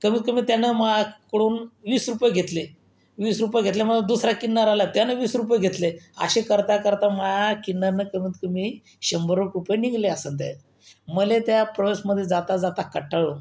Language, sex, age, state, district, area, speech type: Marathi, male, 30-45, Maharashtra, Buldhana, rural, spontaneous